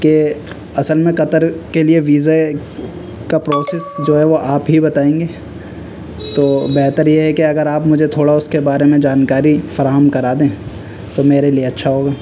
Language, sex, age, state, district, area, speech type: Urdu, male, 18-30, Delhi, North West Delhi, urban, spontaneous